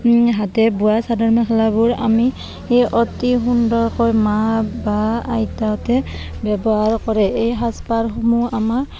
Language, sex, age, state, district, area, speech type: Assamese, female, 18-30, Assam, Barpeta, rural, spontaneous